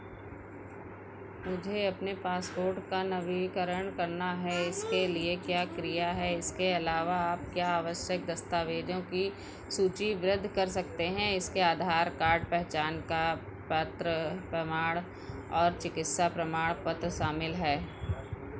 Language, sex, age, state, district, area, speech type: Hindi, female, 45-60, Uttar Pradesh, Sitapur, rural, read